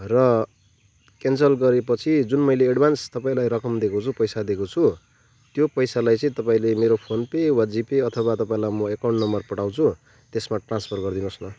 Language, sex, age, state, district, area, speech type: Nepali, male, 30-45, West Bengal, Kalimpong, rural, spontaneous